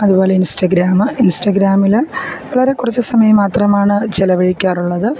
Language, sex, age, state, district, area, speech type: Malayalam, female, 30-45, Kerala, Alappuzha, rural, spontaneous